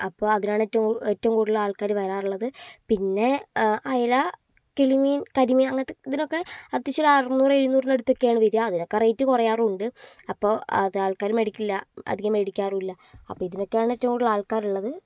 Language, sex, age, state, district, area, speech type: Malayalam, female, 18-30, Kerala, Kozhikode, urban, spontaneous